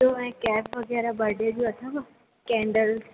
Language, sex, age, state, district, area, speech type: Sindhi, female, 18-30, Rajasthan, Ajmer, urban, conversation